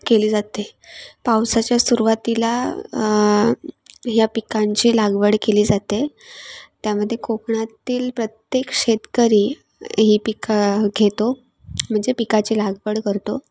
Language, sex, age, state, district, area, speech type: Marathi, female, 18-30, Maharashtra, Sindhudurg, rural, spontaneous